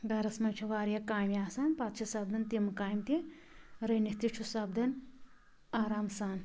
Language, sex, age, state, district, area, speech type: Kashmiri, female, 45-60, Jammu and Kashmir, Anantnag, rural, spontaneous